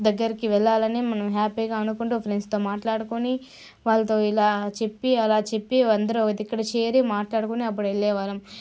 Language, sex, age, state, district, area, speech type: Telugu, female, 18-30, Andhra Pradesh, Sri Balaji, rural, spontaneous